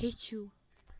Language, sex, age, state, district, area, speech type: Kashmiri, male, 18-30, Jammu and Kashmir, Kupwara, rural, read